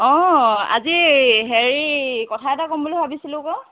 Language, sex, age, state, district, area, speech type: Assamese, female, 18-30, Assam, Dibrugarh, rural, conversation